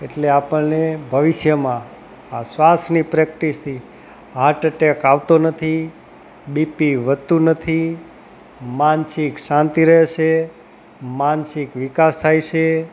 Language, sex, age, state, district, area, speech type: Gujarati, male, 45-60, Gujarat, Rajkot, rural, spontaneous